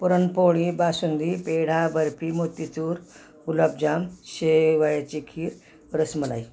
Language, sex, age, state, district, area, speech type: Marathi, female, 60+, Maharashtra, Osmanabad, rural, spontaneous